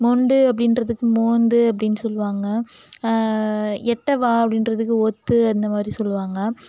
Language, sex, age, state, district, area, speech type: Tamil, female, 30-45, Tamil Nadu, Cuddalore, rural, spontaneous